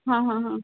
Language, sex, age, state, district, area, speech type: Marathi, female, 30-45, Maharashtra, Pune, urban, conversation